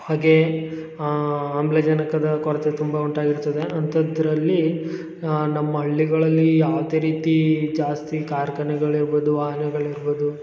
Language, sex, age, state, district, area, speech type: Kannada, male, 18-30, Karnataka, Hassan, rural, spontaneous